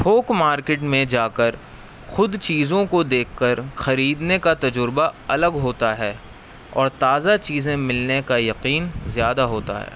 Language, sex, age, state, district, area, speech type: Urdu, male, 18-30, Uttar Pradesh, Rampur, urban, spontaneous